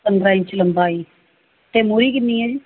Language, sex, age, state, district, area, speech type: Punjabi, female, 45-60, Punjab, Mohali, urban, conversation